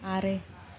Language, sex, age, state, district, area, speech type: Santali, female, 30-45, West Bengal, Paschim Bardhaman, rural, read